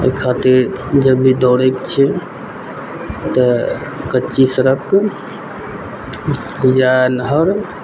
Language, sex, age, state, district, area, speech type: Maithili, male, 18-30, Bihar, Madhepura, rural, spontaneous